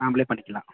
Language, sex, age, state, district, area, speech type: Tamil, male, 30-45, Tamil Nadu, Virudhunagar, rural, conversation